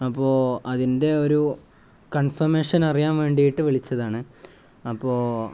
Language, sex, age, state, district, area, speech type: Malayalam, male, 18-30, Kerala, Kozhikode, rural, spontaneous